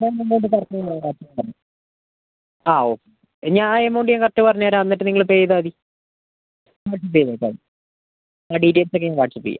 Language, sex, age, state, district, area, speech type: Malayalam, male, 45-60, Kerala, Kozhikode, urban, conversation